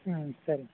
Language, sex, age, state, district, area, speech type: Kannada, male, 45-60, Karnataka, Tumkur, rural, conversation